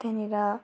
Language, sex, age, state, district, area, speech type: Nepali, female, 18-30, West Bengal, Darjeeling, rural, spontaneous